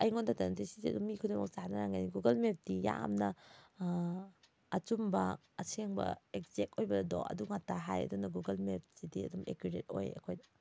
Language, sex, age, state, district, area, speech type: Manipuri, female, 30-45, Manipur, Thoubal, rural, spontaneous